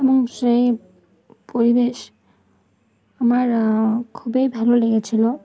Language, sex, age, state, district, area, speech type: Bengali, female, 18-30, West Bengal, Uttar Dinajpur, urban, spontaneous